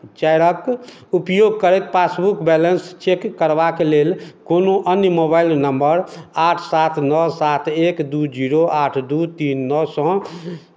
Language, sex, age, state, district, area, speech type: Maithili, male, 45-60, Bihar, Madhubani, rural, read